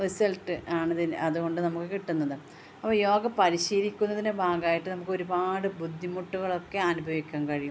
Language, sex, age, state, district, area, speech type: Malayalam, female, 30-45, Kerala, Malappuram, rural, spontaneous